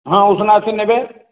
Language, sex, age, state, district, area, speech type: Odia, male, 60+, Odisha, Khordha, rural, conversation